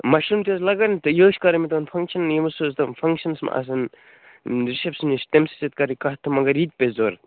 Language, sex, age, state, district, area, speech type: Kashmiri, male, 18-30, Jammu and Kashmir, Kupwara, urban, conversation